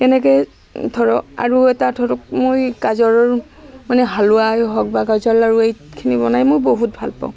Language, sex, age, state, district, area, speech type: Assamese, female, 45-60, Assam, Barpeta, rural, spontaneous